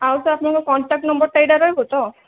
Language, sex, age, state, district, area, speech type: Odia, female, 18-30, Odisha, Jajpur, rural, conversation